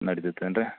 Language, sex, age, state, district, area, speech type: Kannada, male, 30-45, Karnataka, Belgaum, rural, conversation